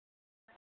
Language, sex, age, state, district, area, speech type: Sindhi, female, 30-45, Gujarat, Surat, urban, conversation